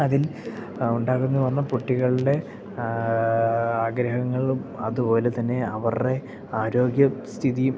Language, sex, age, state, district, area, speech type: Malayalam, male, 18-30, Kerala, Idukki, rural, spontaneous